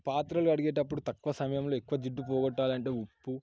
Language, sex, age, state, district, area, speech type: Telugu, male, 18-30, Telangana, Yadadri Bhuvanagiri, urban, spontaneous